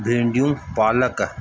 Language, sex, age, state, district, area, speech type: Sindhi, male, 45-60, Madhya Pradesh, Katni, urban, spontaneous